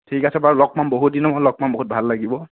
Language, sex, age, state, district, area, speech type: Assamese, male, 18-30, Assam, Nagaon, rural, conversation